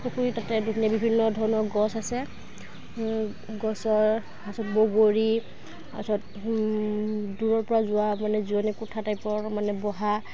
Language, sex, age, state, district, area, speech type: Assamese, female, 18-30, Assam, Udalguri, rural, spontaneous